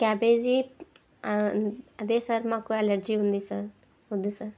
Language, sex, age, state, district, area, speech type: Telugu, female, 45-60, Andhra Pradesh, Kurnool, rural, spontaneous